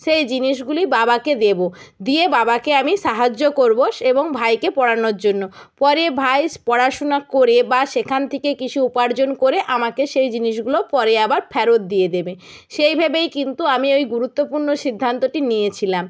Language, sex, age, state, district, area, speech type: Bengali, female, 60+, West Bengal, Nadia, rural, spontaneous